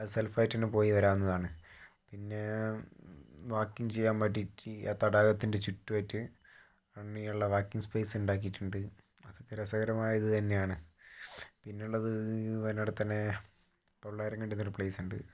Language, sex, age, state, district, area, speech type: Malayalam, male, 18-30, Kerala, Kozhikode, urban, spontaneous